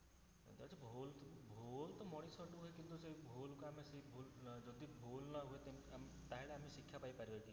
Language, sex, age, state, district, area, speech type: Odia, male, 30-45, Odisha, Cuttack, urban, spontaneous